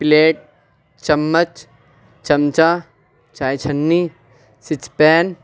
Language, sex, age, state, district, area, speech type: Urdu, male, 18-30, Uttar Pradesh, Ghaziabad, urban, spontaneous